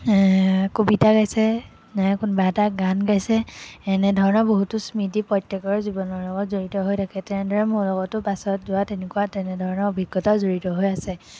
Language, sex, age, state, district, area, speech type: Assamese, female, 18-30, Assam, Majuli, urban, spontaneous